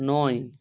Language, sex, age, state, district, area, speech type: Bengali, male, 30-45, West Bengal, Bankura, urban, read